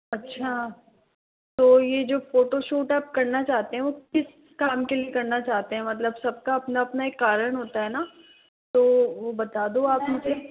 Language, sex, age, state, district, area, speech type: Hindi, female, 30-45, Rajasthan, Jaipur, urban, conversation